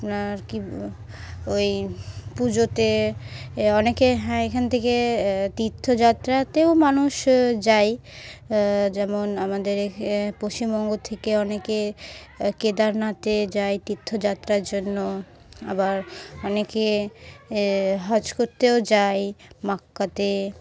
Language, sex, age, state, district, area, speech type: Bengali, female, 18-30, West Bengal, Murshidabad, urban, spontaneous